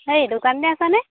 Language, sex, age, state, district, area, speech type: Assamese, female, 18-30, Assam, Charaideo, rural, conversation